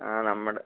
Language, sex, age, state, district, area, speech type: Malayalam, male, 18-30, Kerala, Kollam, rural, conversation